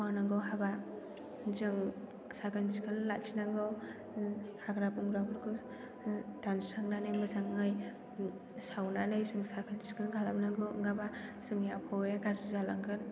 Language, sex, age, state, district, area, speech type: Bodo, female, 18-30, Assam, Chirang, rural, spontaneous